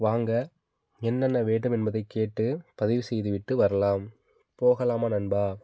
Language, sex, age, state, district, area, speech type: Tamil, male, 18-30, Tamil Nadu, Thanjavur, rural, spontaneous